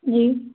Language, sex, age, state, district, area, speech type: Hindi, female, 18-30, Madhya Pradesh, Gwalior, urban, conversation